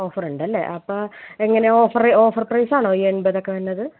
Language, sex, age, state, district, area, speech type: Malayalam, female, 30-45, Kerala, Malappuram, rural, conversation